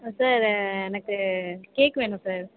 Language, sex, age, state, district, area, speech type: Tamil, male, 30-45, Tamil Nadu, Tiruchirappalli, rural, conversation